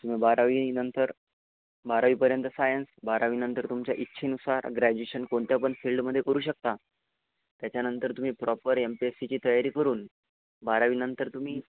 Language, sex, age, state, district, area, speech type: Marathi, male, 18-30, Maharashtra, Washim, rural, conversation